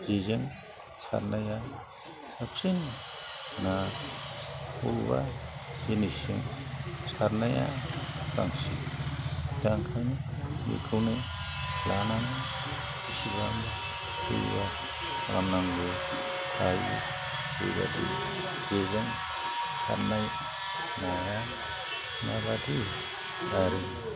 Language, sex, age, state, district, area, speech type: Bodo, male, 60+, Assam, Chirang, rural, spontaneous